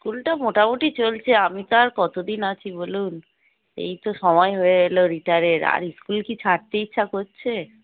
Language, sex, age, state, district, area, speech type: Bengali, female, 45-60, West Bengal, Hooghly, rural, conversation